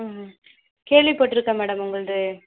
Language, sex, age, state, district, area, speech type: Tamil, female, 60+, Tamil Nadu, Sivaganga, rural, conversation